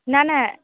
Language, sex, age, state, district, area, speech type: Bengali, female, 18-30, West Bengal, Paschim Medinipur, rural, conversation